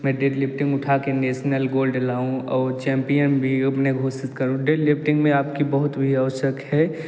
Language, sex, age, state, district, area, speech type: Hindi, male, 18-30, Uttar Pradesh, Jaunpur, urban, spontaneous